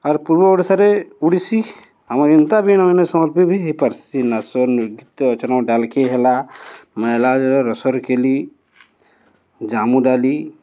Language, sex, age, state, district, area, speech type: Odia, male, 45-60, Odisha, Balangir, urban, spontaneous